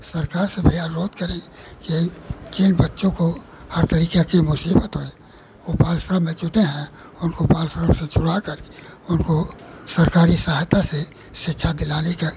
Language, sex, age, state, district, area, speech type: Hindi, male, 60+, Uttar Pradesh, Pratapgarh, rural, spontaneous